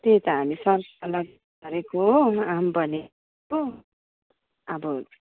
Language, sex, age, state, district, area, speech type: Nepali, female, 45-60, West Bengal, Alipurduar, urban, conversation